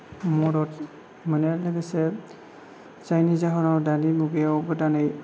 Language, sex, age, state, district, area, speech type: Bodo, male, 18-30, Assam, Kokrajhar, rural, spontaneous